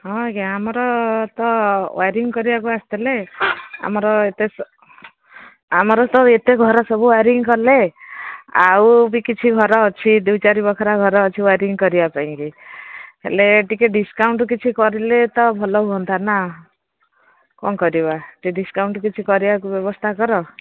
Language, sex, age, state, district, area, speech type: Odia, female, 60+, Odisha, Gajapati, rural, conversation